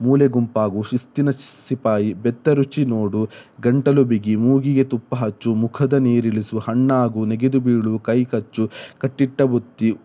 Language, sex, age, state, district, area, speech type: Kannada, male, 18-30, Karnataka, Udupi, rural, spontaneous